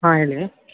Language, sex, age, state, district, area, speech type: Kannada, male, 45-60, Karnataka, Tumkur, rural, conversation